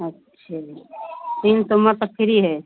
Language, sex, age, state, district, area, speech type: Hindi, female, 60+, Uttar Pradesh, Lucknow, rural, conversation